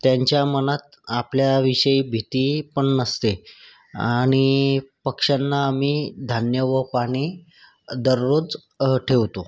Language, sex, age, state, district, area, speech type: Marathi, male, 30-45, Maharashtra, Thane, urban, spontaneous